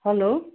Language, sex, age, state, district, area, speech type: Nepali, female, 60+, West Bengal, Kalimpong, rural, conversation